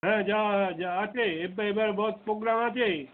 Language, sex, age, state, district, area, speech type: Bengali, male, 60+, West Bengal, Darjeeling, rural, conversation